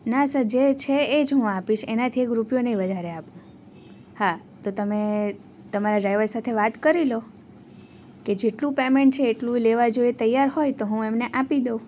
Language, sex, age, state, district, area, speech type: Gujarati, female, 18-30, Gujarat, Surat, rural, spontaneous